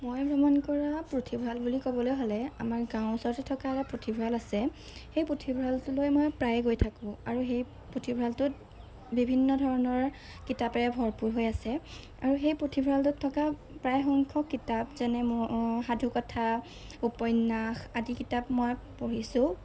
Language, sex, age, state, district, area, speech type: Assamese, female, 18-30, Assam, Jorhat, urban, spontaneous